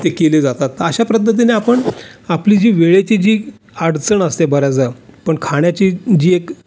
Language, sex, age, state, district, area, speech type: Marathi, male, 60+, Maharashtra, Raigad, urban, spontaneous